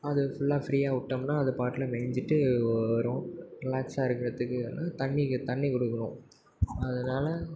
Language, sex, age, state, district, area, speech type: Tamil, male, 18-30, Tamil Nadu, Nagapattinam, rural, spontaneous